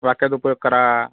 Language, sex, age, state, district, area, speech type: Marathi, male, 45-60, Maharashtra, Akola, rural, conversation